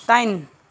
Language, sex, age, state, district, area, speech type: Bodo, female, 45-60, Assam, Chirang, rural, read